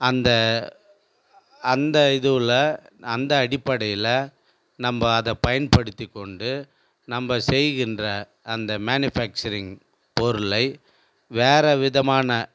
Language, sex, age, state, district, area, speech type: Tamil, male, 45-60, Tamil Nadu, Viluppuram, rural, spontaneous